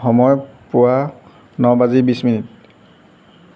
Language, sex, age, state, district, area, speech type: Assamese, male, 18-30, Assam, Golaghat, urban, spontaneous